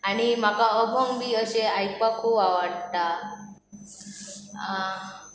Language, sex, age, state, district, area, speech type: Goan Konkani, female, 18-30, Goa, Pernem, rural, spontaneous